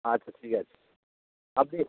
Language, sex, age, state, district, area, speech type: Bengali, male, 30-45, West Bengal, Darjeeling, rural, conversation